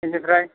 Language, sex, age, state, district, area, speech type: Bodo, male, 60+, Assam, Baksa, rural, conversation